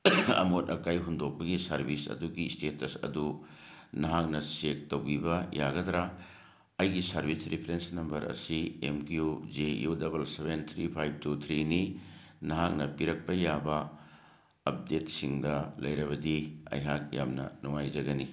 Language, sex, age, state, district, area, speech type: Manipuri, male, 60+, Manipur, Churachandpur, urban, read